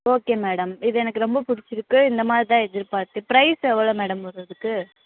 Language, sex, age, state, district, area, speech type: Tamil, female, 18-30, Tamil Nadu, Madurai, urban, conversation